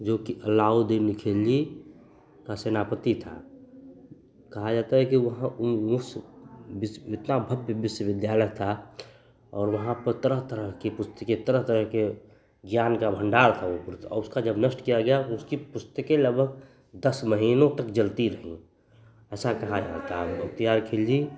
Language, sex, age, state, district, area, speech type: Hindi, male, 30-45, Uttar Pradesh, Chandauli, rural, spontaneous